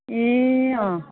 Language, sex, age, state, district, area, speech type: Nepali, female, 45-60, West Bengal, Jalpaiguri, urban, conversation